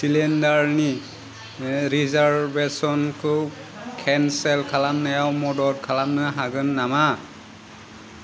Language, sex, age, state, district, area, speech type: Bodo, male, 30-45, Assam, Kokrajhar, rural, read